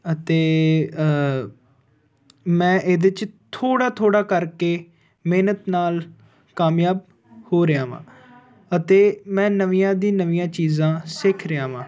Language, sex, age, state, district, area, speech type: Punjabi, male, 18-30, Punjab, Ludhiana, urban, spontaneous